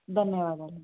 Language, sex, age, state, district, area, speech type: Telugu, female, 18-30, Andhra Pradesh, Sri Satya Sai, urban, conversation